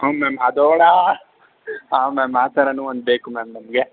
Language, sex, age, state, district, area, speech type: Kannada, male, 18-30, Karnataka, Bangalore Urban, urban, conversation